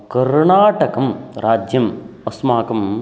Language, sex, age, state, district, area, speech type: Sanskrit, male, 45-60, Karnataka, Uttara Kannada, rural, spontaneous